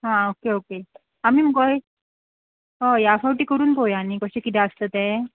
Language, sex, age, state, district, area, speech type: Goan Konkani, female, 18-30, Goa, Ponda, rural, conversation